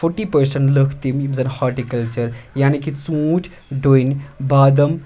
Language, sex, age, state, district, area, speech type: Kashmiri, male, 30-45, Jammu and Kashmir, Anantnag, rural, spontaneous